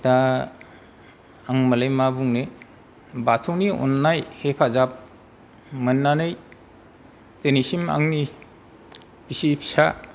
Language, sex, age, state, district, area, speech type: Bodo, male, 45-60, Assam, Kokrajhar, rural, spontaneous